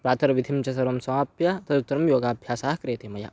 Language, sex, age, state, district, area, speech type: Sanskrit, male, 18-30, Karnataka, Chikkamagaluru, rural, spontaneous